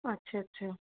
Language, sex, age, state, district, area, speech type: Bengali, female, 45-60, West Bengal, Darjeeling, rural, conversation